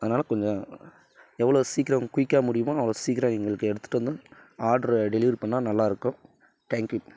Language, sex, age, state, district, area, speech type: Tamil, female, 18-30, Tamil Nadu, Dharmapuri, urban, spontaneous